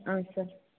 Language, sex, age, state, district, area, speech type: Kannada, female, 18-30, Karnataka, Chitradurga, urban, conversation